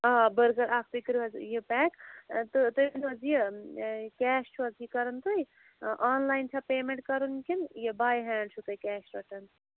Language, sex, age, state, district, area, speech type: Kashmiri, female, 45-60, Jammu and Kashmir, Shopian, urban, conversation